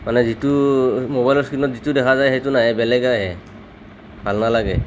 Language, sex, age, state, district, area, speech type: Assamese, male, 30-45, Assam, Nalbari, rural, spontaneous